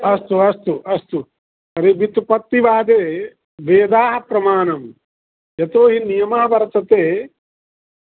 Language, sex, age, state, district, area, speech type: Sanskrit, male, 60+, Bihar, Madhubani, urban, conversation